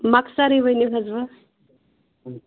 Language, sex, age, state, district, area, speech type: Kashmiri, female, 30-45, Jammu and Kashmir, Bandipora, rural, conversation